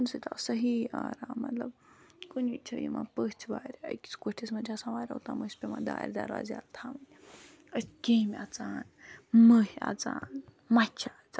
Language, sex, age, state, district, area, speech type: Kashmiri, female, 45-60, Jammu and Kashmir, Ganderbal, rural, spontaneous